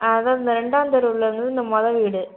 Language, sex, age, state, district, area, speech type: Tamil, female, 18-30, Tamil Nadu, Pudukkottai, rural, conversation